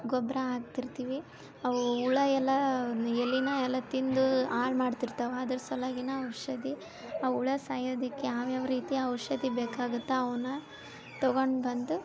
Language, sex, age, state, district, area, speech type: Kannada, female, 18-30, Karnataka, Koppal, rural, spontaneous